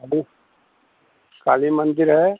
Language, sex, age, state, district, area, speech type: Hindi, male, 60+, Bihar, Madhepura, rural, conversation